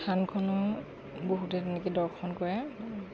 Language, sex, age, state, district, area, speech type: Assamese, female, 45-60, Assam, Lakhimpur, rural, spontaneous